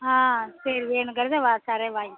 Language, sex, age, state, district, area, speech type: Tamil, female, 60+, Tamil Nadu, Pudukkottai, rural, conversation